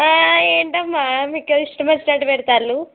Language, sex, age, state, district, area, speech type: Telugu, female, 18-30, Telangana, Mancherial, rural, conversation